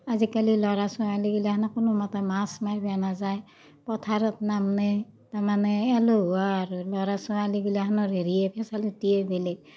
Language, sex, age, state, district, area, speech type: Assamese, female, 60+, Assam, Darrang, rural, spontaneous